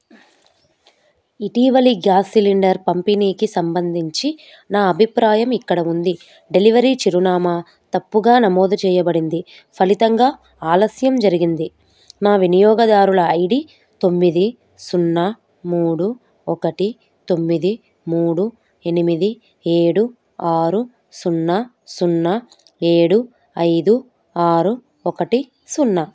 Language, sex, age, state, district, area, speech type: Telugu, female, 30-45, Telangana, Medchal, urban, read